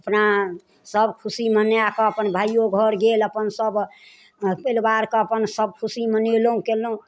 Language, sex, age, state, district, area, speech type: Maithili, female, 45-60, Bihar, Darbhanga, rural, spontaneous